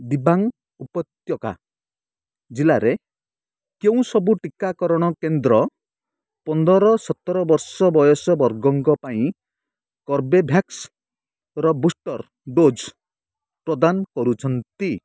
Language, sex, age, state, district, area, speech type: Odia, male, 30-45, Odisha, Kendrapara, urban, read